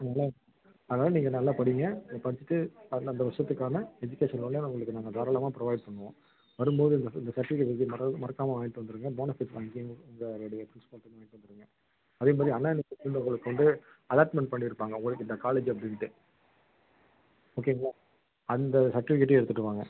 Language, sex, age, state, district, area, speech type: Tamil, male, 30-45, Tamil Nadu, Viluppuram, urban, conversation